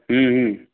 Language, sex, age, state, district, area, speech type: Bengali, male, 18-30, West Bengal, Purulia, urban, conversation